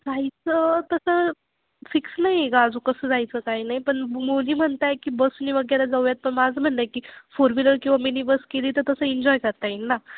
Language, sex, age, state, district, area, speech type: Marathi, female, 18-30, Maharashtra, Ahmednagar, urban, conversation